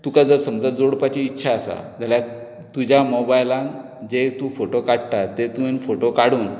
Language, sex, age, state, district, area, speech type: Goan Konkani, male, 60+, Goa, Bardez, rural, spontaneous